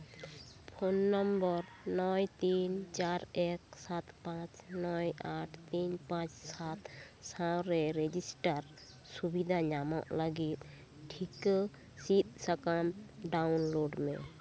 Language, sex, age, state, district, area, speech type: Santali, female, 45-60, West Bengal, Bankura, rural, read